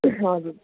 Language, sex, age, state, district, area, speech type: Nepali, female, 60+, West Bengal, Kalimpong, rural, conversation